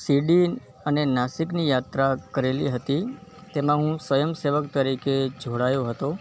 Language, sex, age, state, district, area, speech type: Gujarati, male, 18-30, Gujarat, Kutch, urban, spontaneous